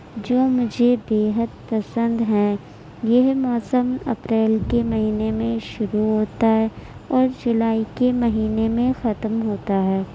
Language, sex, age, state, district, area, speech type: Urdu, female, 18-30, Uttar Pradesh, Gautam Buddha Nagar, rural, spontaneous